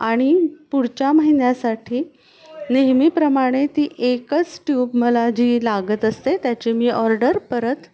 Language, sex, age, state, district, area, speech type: Marathi, female, 45-60, Maharashtra, Pune, urban, spontaneous